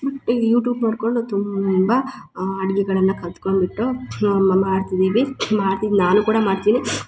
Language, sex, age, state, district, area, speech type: Kannada, female, 30-45, Karnataka, Chikkamagaluru, rural, spontaneous